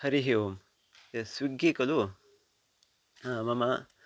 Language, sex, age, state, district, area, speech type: Sanskrit, male, 30-45, Karnataka, Uttara Kannada, rural, spontaneous